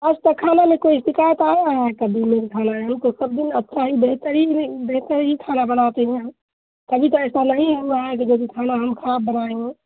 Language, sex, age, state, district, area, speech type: Urdu, female, 60+, Bihar, Khagaria, rural, conversation